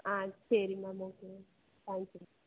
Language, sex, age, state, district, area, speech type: Tamil, female, 45-60, Tamil Nadu, Perambalur, urban, conversation